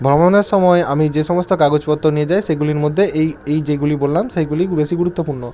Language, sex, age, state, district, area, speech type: Bengali, male, 18-30, West Bengal, Bankura, urban, spontaneous